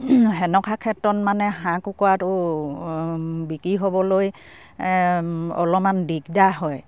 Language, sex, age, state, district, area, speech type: Assamese, female, 60+, Assam, Dibrugarh, rural, spontaneous